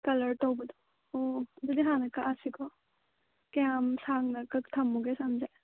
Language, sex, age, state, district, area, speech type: Manipuri, female, 30-45, Manipur, Kangpokpi, rural, conversation